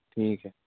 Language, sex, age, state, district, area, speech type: Urdu, male, 18-30, Delhi, East Delhi, urban, conversation